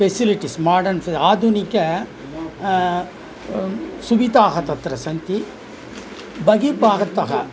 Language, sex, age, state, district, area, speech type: Sanskrit, male, 60+, Tamil Nadu, Coimbatore, urban, spontaneous